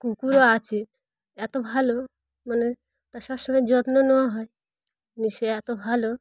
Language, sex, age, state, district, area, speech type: Bengali, female, 30-45, West Bengal, Dakshin Dinajpur, urban, spontaneous